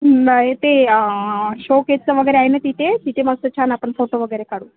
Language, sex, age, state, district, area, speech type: Marathi, female, 30-45, Maharashtra, Yavatmal, rural, conversation